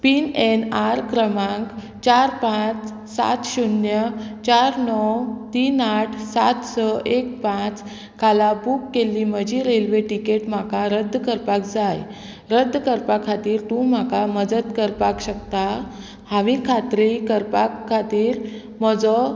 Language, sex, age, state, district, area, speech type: Goan Konkani, female, 30-45, Goa, Murmgao, rural, read